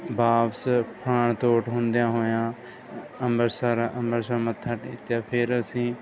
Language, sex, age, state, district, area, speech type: Punjabi, male, 30-45, Punjab, Bathinda, rural, spontaneous